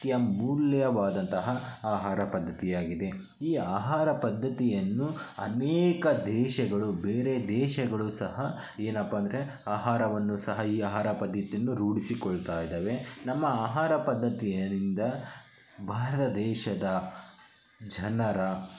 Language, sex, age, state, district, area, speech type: Kannada, male, 30-45, Karnataka, Chitradurga, rural, spontaneous